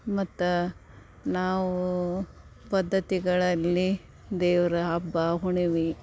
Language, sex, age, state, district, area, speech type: Kannada, female, 30-45, Karnataka, Dharwad, rural, spontaneous